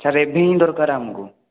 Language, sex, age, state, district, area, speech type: Odia, male, 18-30, Odisha, Rayagada, urban, conversation